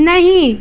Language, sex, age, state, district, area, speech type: Hindi, female, 18-30, Uttar Pradesh, Mirzapur, rural, read